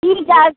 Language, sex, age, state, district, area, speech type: Tamil, female, 60+, Tamil Nadu, Madurai, rural, conversation